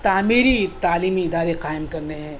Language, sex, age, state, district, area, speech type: Urdu, male, 30-45, Delhi, South Delhi, urban, spontaneous